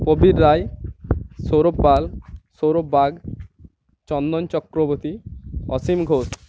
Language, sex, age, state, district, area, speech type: Bengali, male, 18-30, West Bengal, Purba Medinipur, rural, spontaneous